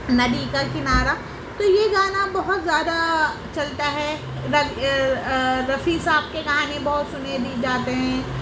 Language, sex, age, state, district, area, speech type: Urdu, female, 18-30, Delhi, Central Delhi, urban, spontaneous